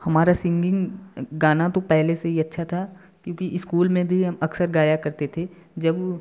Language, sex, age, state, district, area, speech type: Hindi, male, 18-30, Uttar Pradesh, Prayagraj, rural, spontaneous